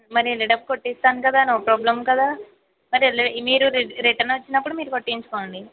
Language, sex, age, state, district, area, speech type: Telugu, female, 30-45, Andhra Pradesh, East Godavari, rural, conversation